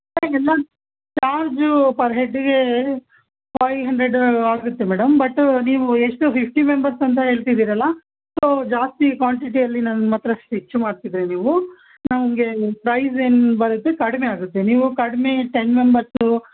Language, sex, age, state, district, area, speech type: Kannada, female, 30-45, Karnataka, Bellary, rural, conversation